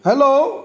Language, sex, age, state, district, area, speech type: Assamese, male, 45-60, Assam, Sonitpur, urban, spontaneous